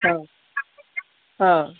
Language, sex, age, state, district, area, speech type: Odia, female, 45-60, Odisha, Ganjam, urban, conversation